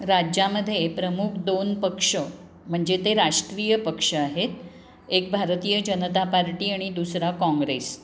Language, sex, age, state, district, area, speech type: Marathi, female, 60+, Maharashtra, Pune, urban, spontaneous